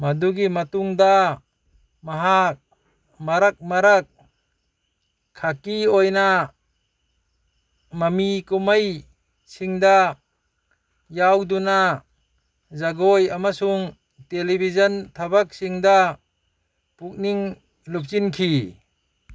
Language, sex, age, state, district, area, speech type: Manipuri, male, 60+, Manipur, Bishnupur, rural, read